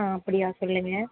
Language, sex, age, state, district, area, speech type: Tamil, female, 18-30, Tamil Nadu, Tiruvarur, rural, conversation